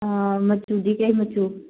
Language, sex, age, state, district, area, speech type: Manipuri, female, 30-45, Manipur, Thoubal, rural, conversation